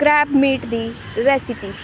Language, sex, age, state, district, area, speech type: Punjabi, female, 18-30, Punjab, Ludhiana, rural, read